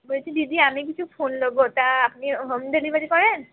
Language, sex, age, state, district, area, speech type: Bengali, female, 60+, West Bengal, Purba Bardhaman, rural, conversation